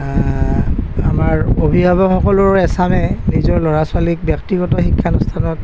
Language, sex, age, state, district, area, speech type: Assamese, male, 60+, Assam, Nalbari, rural, spontaneous